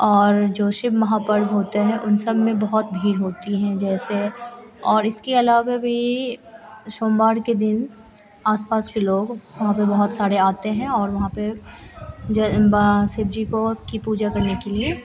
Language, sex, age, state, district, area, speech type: Hindi, female, 18-30, Bihar, Madhepura, rural, spontaneous